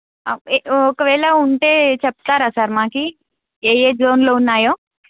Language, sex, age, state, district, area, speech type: Telugu, female, 18-30, Andhra Pradesh, Krishna, urban, conversation